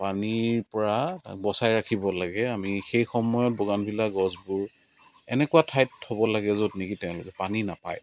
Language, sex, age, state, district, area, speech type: Assamese, male, 45-60, Assam, Dibrugarh, rural, spontaneous